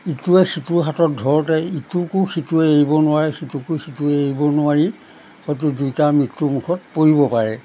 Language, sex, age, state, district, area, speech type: Assamese, male, 60+, Assam, Golaghat, urban, spontaneous